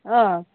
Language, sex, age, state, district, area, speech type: Assamese, female, 18-30, Assam, Udalguri, rural, conversation